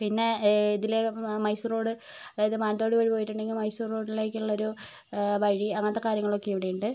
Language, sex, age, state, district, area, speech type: Malayalam, female, 18-30, Kerala, Wayanad, rural, spontaneous